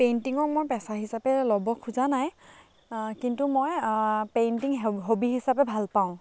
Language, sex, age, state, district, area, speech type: Assamese, female, 18-30, Assam, Biswanath, rural, spontaneous